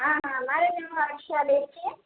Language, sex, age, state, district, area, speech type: Gujarati, female, 45-60, Gujarat, Rajkot, rural, conversation